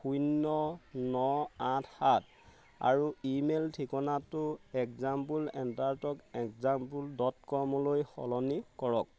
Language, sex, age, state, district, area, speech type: Assamese, male, 30-45, Assam, Majuli, urban, read